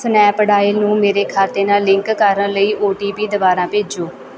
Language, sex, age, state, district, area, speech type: Punjabi, female, 18-30, Punjab, Muktsar, rural, read